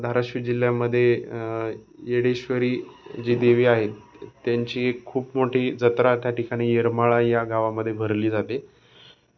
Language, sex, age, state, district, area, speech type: Marathi, male, 30-45, Maharashtra, Osmanabad, rural, spontaneous